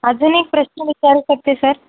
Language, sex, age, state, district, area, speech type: Marathi, female, 18-30, Maharashtra, Ahmednagar, rural, conversation